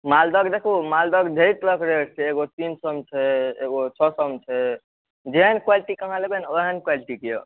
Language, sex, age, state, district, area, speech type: Maithili, female, 30-45, Bihar, Purnia, urban, conversation